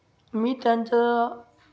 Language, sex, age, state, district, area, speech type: Marathi, male, 18-30, Maharashtra, Ahmednagar, rural, spontaneous